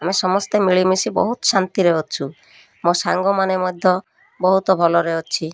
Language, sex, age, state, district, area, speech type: Odia, female, 45-60, Odisha, Malkangiri, urban, spontaneous